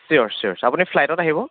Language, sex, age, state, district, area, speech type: Assamese, male, 30-45, Assam, Dibrugarh, rural, conversation